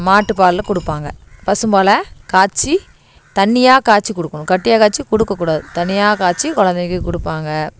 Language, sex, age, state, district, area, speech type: Tamil, female, 30-45, Tamil Nadu, Thoothukudi, urban, spontaneous